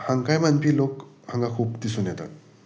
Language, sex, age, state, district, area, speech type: Goan Konkani, male, 30-45, Goa, Salcete, rural, spontaneous